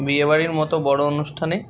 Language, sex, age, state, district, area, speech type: Bengali, male, 30-45, West Bengal, Bankura, urban, spontaneous